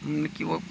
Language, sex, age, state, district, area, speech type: Maithili, male, 60+, Bihar, Sitamarhi, rural, spontaneous